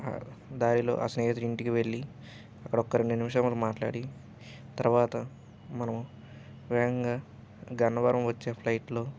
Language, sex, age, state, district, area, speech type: Telugu, male, 18-30, Andhra Pradesh, N T Rama Rao, urban, spontaneous